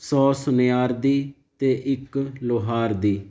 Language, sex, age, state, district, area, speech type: Punjabi, male, 30-45, Punjab, Fatehgarh Sahib, rural, spontaneous